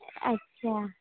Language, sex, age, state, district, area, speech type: Urdu, female, 18-30, Uttar Pradesh, Gautam Buddha Nagar, urban, conversation